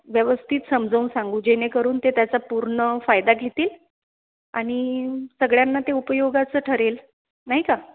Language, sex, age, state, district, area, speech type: Marathi, female, 30-45, Maharashtra, Buldhana, urban, conversation